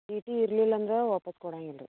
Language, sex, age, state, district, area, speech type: Kannada, female, 60+, Karnataka, Belgaum, rural, conversation